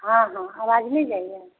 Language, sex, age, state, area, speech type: Maithili, female, 30-45, Jharkhand, urban, conversation